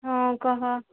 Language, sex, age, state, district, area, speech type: Odia, female, 18-30, Odisha, Sundergarh, urban, conversation